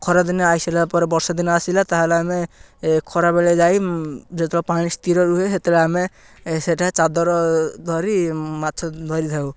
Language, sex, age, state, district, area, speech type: Odia, male, 18-30, Odisha, Ganjam, rural, spontaneous